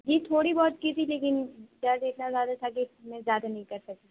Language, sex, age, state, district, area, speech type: Urdu, other, 18-30, Uttar Pradesh, Mau, urban, conversation